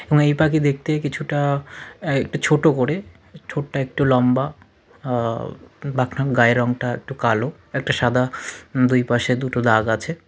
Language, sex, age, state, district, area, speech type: Bengali, male, 45-60, West Bengal, South 24 Parganas, rural, spontaneous